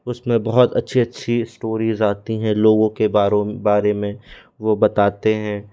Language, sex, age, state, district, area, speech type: Hindi, male, 18-30, Madhya Pradesh, Balaghat, rural, spontaneous